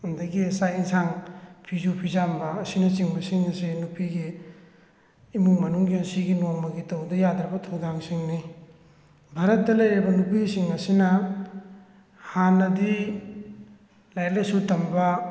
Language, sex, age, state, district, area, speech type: Manipuri, male, 18-30, Manipur, Thoubal, rural, spontaneous